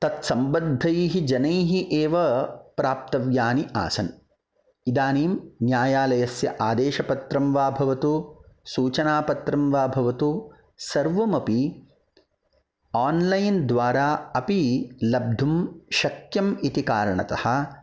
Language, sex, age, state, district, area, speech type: Sanskrit, male, 30-45, Karnataka, Bangalore Rural, urban, spontaneous